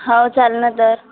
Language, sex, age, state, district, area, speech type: Marathi, female, 18-30, Maharashtra, Wardha, rural, conversation